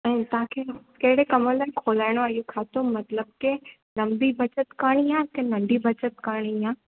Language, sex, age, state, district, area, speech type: Sindhi, female, 18-30, Gujarat, Junagadh, urban, conversation